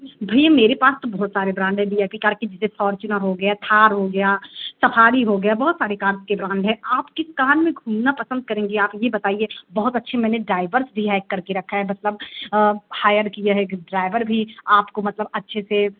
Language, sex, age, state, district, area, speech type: Hindi, female, 18-30, Uttar Pradesh, Pratapgarh, rural, conversation